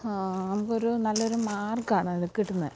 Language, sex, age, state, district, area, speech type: Malayalam, female, 18-30, Kerala, Alappuzha, rural, spontaneous